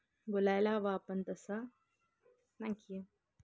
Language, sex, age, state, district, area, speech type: Marathi, female, 18-30, Maharashtra, Nashik, urban, spontaneous